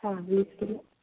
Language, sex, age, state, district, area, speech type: Marathi, female, 18-30, Maharashtra, Nagpur, urban, conversation